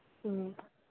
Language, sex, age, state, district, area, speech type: Manipuri, female, 18-30, Manipur, Churachandpur, rural, conversation